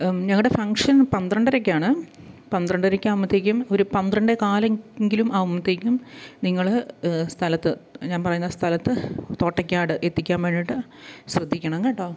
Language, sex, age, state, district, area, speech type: Malayalam, female, 30-45, Kerala, Kottayam, rural, spontaneous